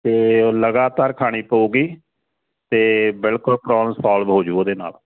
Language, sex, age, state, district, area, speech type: Punjabi, male, 45-60, Punjab, Moga, rural, conversation